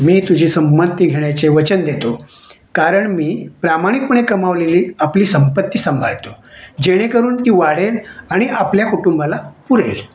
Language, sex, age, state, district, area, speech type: Marathi, male, 45-60, Maharashtra, Raigad, rural, read